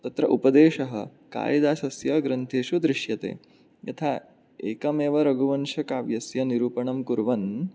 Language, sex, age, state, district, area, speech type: Sanskrit, male, 18-30, Maharashtra, Mumbai City, urban, spontaneous